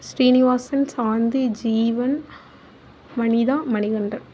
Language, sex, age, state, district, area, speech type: Tamil, female, 30-45, Tamil Nadu, Mayiladuthurai, rural, spontaneous